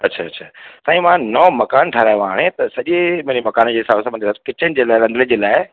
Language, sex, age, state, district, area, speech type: Sindhi, male, 30-45, Madhya Pradesh, Katni, urban, conversation